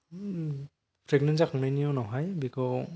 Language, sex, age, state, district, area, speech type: Bodo, male, 18-30, Assam, Kokrajhar, rural, spontaneous